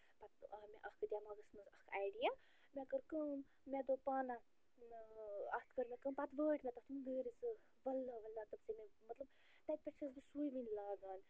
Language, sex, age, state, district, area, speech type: Kashmiri, female, 30-45, Jammu and Kashmir, Bandipora, rural, spontaneous